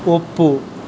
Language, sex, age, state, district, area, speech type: Kannada, male, 18-30, Karnataka, Shimoga, rural, read